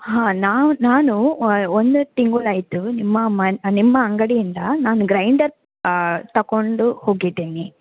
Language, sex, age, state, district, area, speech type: Kannada, female, 30-45, Karnataka, Shimoga, rural, conversation